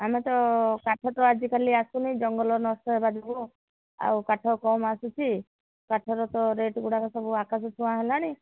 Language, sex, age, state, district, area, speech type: Odia, female, 60+, Odisha, Sundergarh, rural, conversation